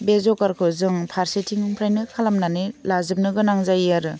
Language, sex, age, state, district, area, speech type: Bodo, female, 30-45, Assam, Udalguri, rural, spontaneous